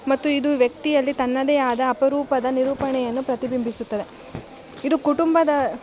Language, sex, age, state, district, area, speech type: Kannada, female, 18-30, Karnataka, Bellary, rural, spontaneous